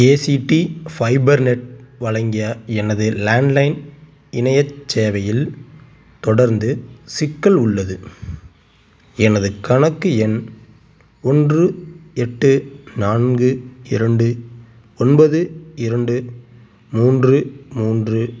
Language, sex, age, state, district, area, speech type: Tamil, male, 18-30, Tamil Nadu, Tiruchirappalli, rural, read